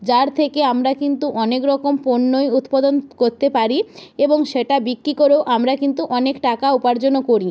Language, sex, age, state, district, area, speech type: Bengali, female, 45-60, West Bengal, Jalpaiguri, rural, spontaneous